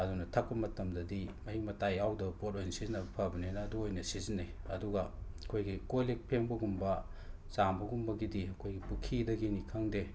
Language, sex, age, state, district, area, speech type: Manipuri, male, 60+, Manipur, Imphal West, urban, spontaneous